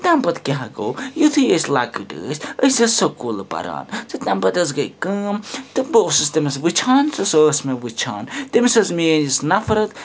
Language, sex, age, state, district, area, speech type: Kashmiri, male, 30-45, Jammu and Kashmir, Srinagar, urban, spontaneous